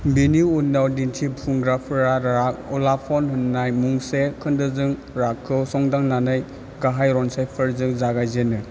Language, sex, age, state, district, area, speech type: Bodo, male, 18-30, Assam, Chirang, urban, read